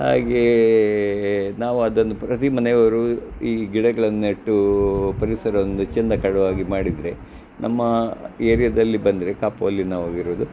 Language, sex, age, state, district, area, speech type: Kannada, male, 60+, Karnataka, Udupi, rural, spontaneous